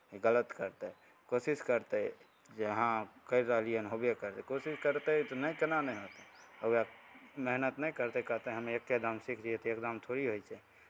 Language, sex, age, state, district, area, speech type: Maithili, male, 18-30, Bihar, Begusarai, rural, spontaneous